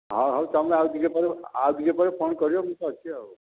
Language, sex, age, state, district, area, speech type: Odia, male, 60+, Odisha, Dhenkanal, rural, conversation